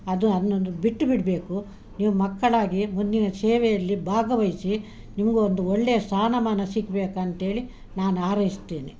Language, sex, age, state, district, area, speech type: Kannada, female, 60+, Karnataka, Udupi, urban, spontaneous